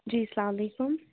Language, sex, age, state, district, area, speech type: Kashmiri, female, 18-30, Jammu and Kashmir, Budgam, rural, conversation